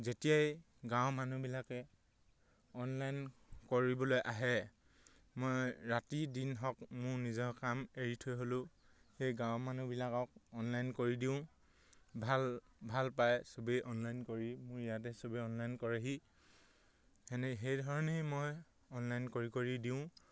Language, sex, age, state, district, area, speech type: Assamese, male, 18-30, Assam, Sivasagar, rural, spontaneous